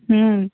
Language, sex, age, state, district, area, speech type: Odia, female, 45-60, Odisha, Sundergarh, rural, conversation